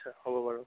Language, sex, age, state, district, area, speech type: Assamese, male, 45-60, Assam, Nagaon, rural, conversation